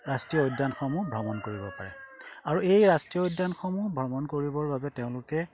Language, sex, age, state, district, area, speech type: Assamese, male, 60+, Assam, Golaghat, urban, spontaneous